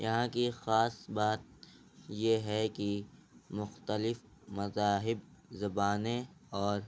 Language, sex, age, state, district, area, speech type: Urdu, male, 18-30, Delhi, North East Delhi, rural, spontaneous